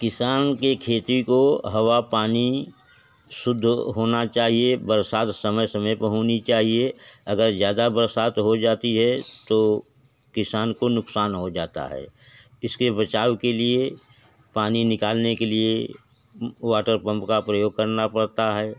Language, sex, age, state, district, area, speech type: Hindi, male, 60+, Uttar Pradesh, Bhadohi, rural, spontaneous